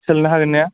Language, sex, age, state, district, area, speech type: Bodo, male, 18-30, Assam, Udalguri, urban, conversation